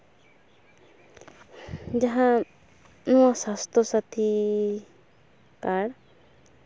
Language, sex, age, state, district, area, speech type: Santali, female, 18-30, West Bengal, Purulia, rural, spontaneous